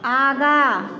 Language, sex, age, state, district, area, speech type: Maithili, female, 60+, Bihar, Samastipur, rural, read